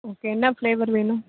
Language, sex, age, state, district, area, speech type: Tamil, female, 18-30, Tamil Nadu, Chennai, urban, conversation